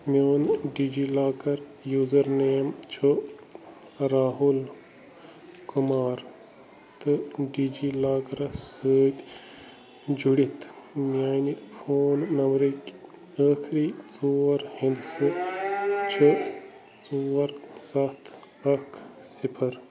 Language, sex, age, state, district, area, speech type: Kashmiri, male, 30-45, Jammu and Kashmir, Bandipora, rural, read